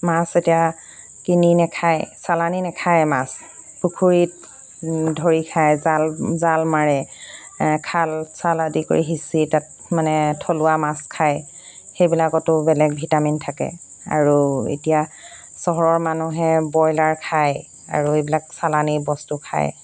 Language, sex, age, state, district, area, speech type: Assamese, female, 30-45, Assam, Golaghat, urban, spontaneous